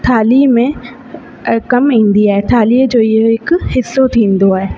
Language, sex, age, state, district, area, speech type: Sindhi, female, 18-30, Rajasthan, Ajmer, urban, spontaneous